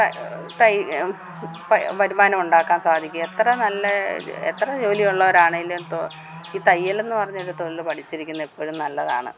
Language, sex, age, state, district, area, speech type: Malayalam, female, 60+, Kerala, Alappuzha, rural, spontaneous